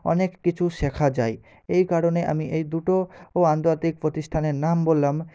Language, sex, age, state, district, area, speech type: Bengali, male, 45-60, West Bengal, Jhargram, rural, spontaneous